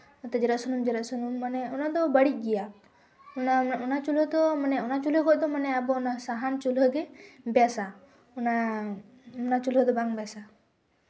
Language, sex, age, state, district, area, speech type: Santali, female, 18-30, West Bengal, Purulia, rural, spontaneous